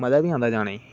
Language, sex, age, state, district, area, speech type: Dogri, male, 18-30, Jammu and Kashmir, Samba, urban, spontaneous